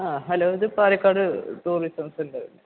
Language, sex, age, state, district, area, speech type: Malayalam, male, 18-30, Kerala, Malappuram, rural, conversation